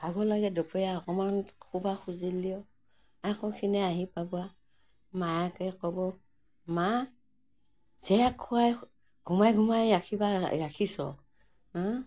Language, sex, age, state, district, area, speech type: Assamese, female, 60+, Assam, Morigaon, rural, spontaneous